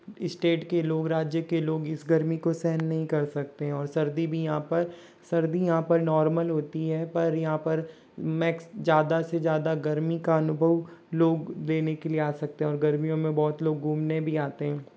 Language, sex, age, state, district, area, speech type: Hindi, male, 60+, Rajasthan, Jodhpur, rural, spontaneous